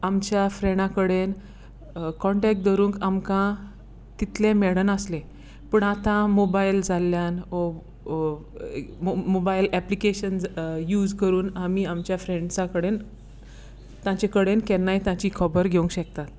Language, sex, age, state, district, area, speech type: Goan Konkani, female, 30-45, Goa, Tiswadi, rural, spontaneous